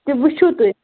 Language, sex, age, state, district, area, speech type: Kashmiri, female, 30-45, Jammu and Kashmir, Bandipora, rural, conversation